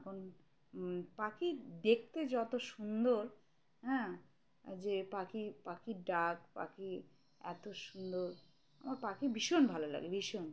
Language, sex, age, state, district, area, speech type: Bengali, female, 30-45, West Bengal, Birbhum, urban, spontaneous